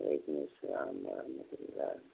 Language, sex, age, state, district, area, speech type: Urdu, male, 60+, Bihar, Madhubani, rural, conversation